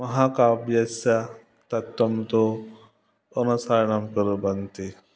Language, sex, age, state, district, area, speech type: Sanskrit, male, 30-45, West Bengal, Dakshin Dinajpur, urban, spontaneous